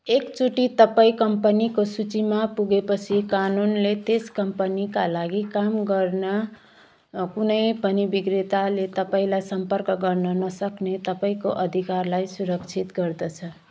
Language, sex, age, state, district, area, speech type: Nepali, female, 30-45, West Bengal, Jalpaiguri, rural, read